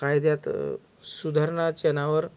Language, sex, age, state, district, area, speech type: Marathi, male, 45-60, Maharashtra, Akola, urban, spontaneous